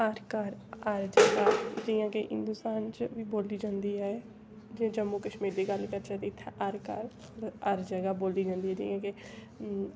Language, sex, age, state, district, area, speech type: Dogri, female, 18-30, Jammu and Kashmir, Udhampur, rural, spontaneous